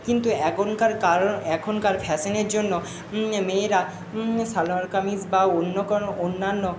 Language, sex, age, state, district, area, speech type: Bengali, male, 60+, West Bengal, Jhargram, rural, spontaneous